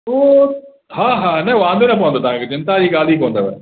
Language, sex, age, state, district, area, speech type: Sindhi, male, 60+, Gujarat, Kutch, rural, conversation